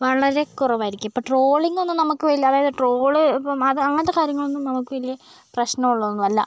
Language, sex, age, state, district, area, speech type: Malayalam, male, 45-60, Kerala, Kozhikode, urban, spontaneous